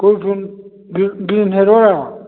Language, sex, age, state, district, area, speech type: Manipuri, male, 60+, Manipur, Kakching, rural, conversation